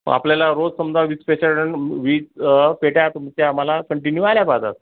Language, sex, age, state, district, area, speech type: Marathi, male, 30-45, Maharashtra, Akola, urban, conversation